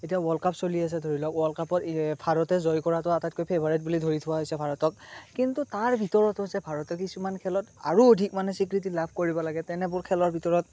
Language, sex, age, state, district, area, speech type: Assamese, male, 18-30, Assam, Morigaon, rural, spontaneous